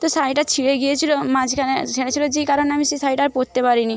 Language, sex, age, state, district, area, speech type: Bengali, female, 30-45, West Bengal, Jhargram, rural, spontaneous